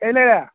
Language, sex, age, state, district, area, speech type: Manipuri, male, 30-45, Manipur, Kakching, rural, conversation